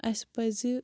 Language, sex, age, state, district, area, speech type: Kashmiri, female, 30-45, Jammu and Kashmir, Bandipora, rural, spontaneous